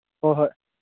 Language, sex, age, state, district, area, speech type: Manipuri, male, 18-30, Manipur, Churachandpur, rural, conversation